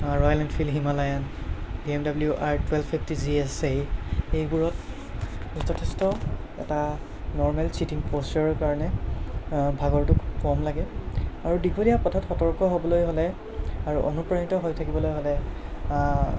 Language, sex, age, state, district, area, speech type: Assamese, male, 18-30, Assam, Kamrup Metropolitan, rural, spontaneous